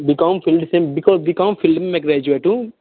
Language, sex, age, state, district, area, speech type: Hindi, male, 30-45, Bihar, Darbhanga, rural, conversation